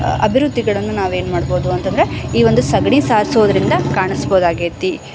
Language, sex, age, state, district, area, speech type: Kannada, female, 18-30, Karnataka, Gadag, rural, spontaneous